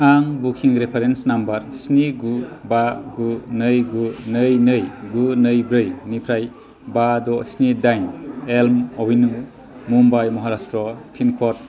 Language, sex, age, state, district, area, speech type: Bodo, male, 30-45, Assam, Kokrajhar, rural, read